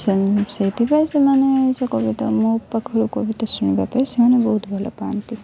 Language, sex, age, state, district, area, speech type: Odia, female, 18-30, Odisha, Malkangiri, urban, spontaneous